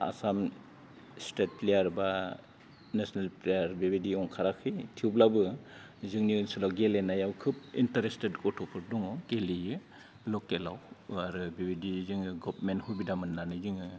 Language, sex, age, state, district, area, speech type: Bodo, male, 45-60, Assam, Udalguri, rural, spontaneous